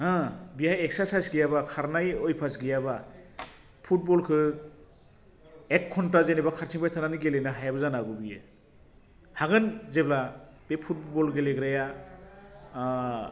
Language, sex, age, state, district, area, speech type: Bodo, male, 45-60, Assam, Baksa, rural, spontaneous